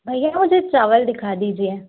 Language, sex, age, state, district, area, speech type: Hindi, male, 30-45, Madhya Pradesh, Balaghat, rural, conversation